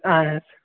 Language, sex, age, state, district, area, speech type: Kashmiri, male, 18-30, Jammu and Kashmir, Ganderbal, rural, conversation